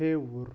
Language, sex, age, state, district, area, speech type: Kashmiri, male, 18-30, Jammu and Kashmir, Budgam, rural, read